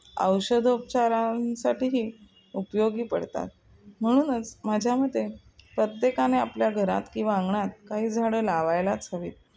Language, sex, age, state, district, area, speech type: Marathi, female, 45-60, Maharashtra, Thane, rural, spontaneous